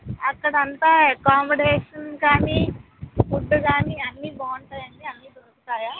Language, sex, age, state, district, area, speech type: Telugu, female, 45-60, Andhra Pradesh, Eluru, urban, conversation